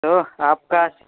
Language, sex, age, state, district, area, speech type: Urdu, male, 18-30, Bihar, Purnia, rural, conversation